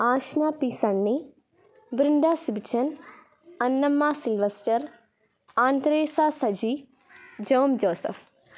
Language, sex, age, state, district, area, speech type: Malayalam, female, 18-30, Kerala, Kottayam, rural, spontaneous